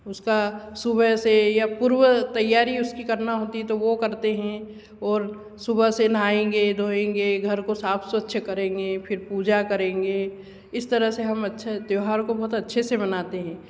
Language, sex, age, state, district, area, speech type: Hindi, female, 60+, Madhya Pradesh, Ujjain, urban, spontaneous